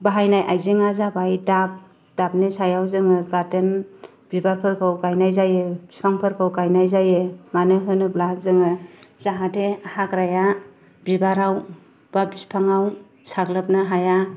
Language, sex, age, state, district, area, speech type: Bodo, female, 30-45, Assam, Kokrajhar, rural, spontaneous